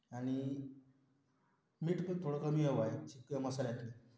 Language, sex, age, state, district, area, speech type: Marathi, male, 18-30, Maharashtra, Washim, rural, spontaneous